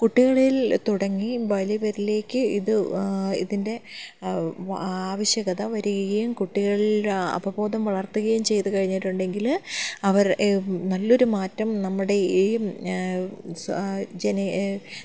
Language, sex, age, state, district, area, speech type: Malayalam, female, 30-45, Kerala, Thiruvananthapuram, urban, spontaneous